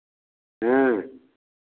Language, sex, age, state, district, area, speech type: Hindi, male, 60+, Uttar Pradesh, Lucknow, rural, conversation